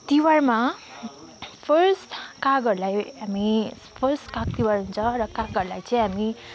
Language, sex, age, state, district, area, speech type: Nepali, female, 18-30, West Bengal, Kalimpong, rural, spontaneous